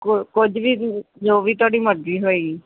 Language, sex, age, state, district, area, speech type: Punjabi, female, 18-30, Punjab, Pathankot, rural, conversation